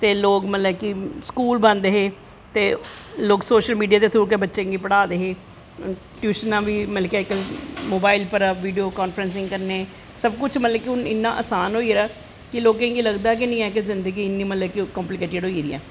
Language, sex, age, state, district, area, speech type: Dogri, female, 45-60, Jammu and Kashmir, Jammu, urban, spontaneous